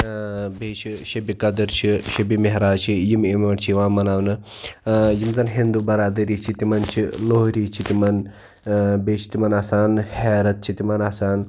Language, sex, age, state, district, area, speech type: Kashmiri, male, 30-45, Jammu and Kashmir, Pulwama, urban, spontaneous